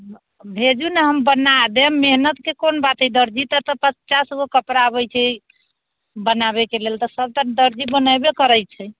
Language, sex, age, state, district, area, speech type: Maithili, female, 30-45, Bihar, Sitamarhi, urban, conversation